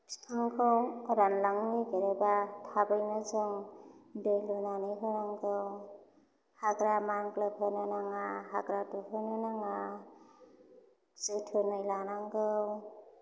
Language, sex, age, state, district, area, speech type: Bodo, female, 30-45, Assam, Chirang, urban, spontaneous